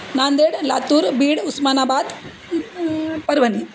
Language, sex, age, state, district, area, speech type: Marathi, female, 45-60, Maharashtra, Jalna, urban, spontaneous